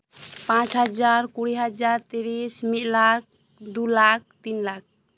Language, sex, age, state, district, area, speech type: Santali, female, 18-30, West Bengal, Birbhum, rural, spontaneous